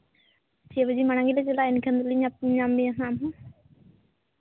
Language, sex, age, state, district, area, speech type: Santali, female, 18-30, Jharkhand, Seraikela Kharsawan, rural, conversation